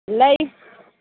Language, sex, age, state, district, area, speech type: Manipuri, female, 60+, Manipur, Churachandpur, urban, conversation